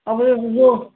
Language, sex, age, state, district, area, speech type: Hindi, male, 30-45, Uttar Pradesh, Prayagraj, rural, conversation